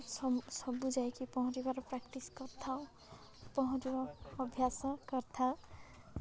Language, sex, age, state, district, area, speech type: Odia, female, 18-30, Odisha, Nabarangpur, urban, spontaneous